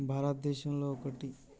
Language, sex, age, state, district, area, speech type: Telugu, male, 18-30, Telangana, Mancherial, rural, spontaneous